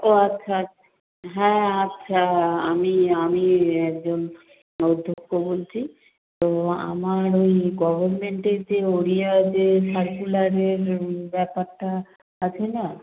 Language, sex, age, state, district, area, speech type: Bengali, female, 60+, West Bengal, Purba Medinipur, rural, conversation